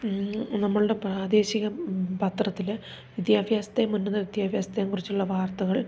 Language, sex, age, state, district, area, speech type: Malayalam, female, 30-45, Kerala, Idukki, rural, spontaneous